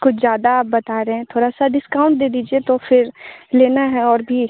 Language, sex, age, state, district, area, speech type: Hindi, female, 18-30, Bihar, Muzaffarpur, rural, conversation